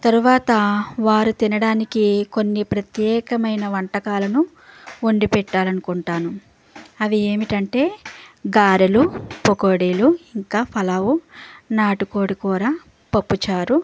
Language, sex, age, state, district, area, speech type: Telugu, male, 45-60, Andhra Pradesh, West Godavari, rural, spontaneous